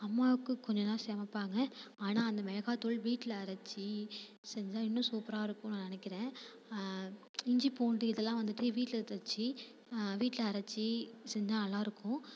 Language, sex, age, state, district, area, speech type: Tamil, female, 18-30, Tamil Nadu, Thanjavur, rural, spontaneous